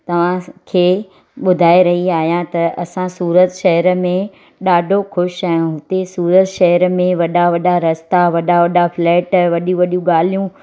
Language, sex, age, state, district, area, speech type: Sindhi, female, 45-60, Gujarat, Surat, urban, spontaneous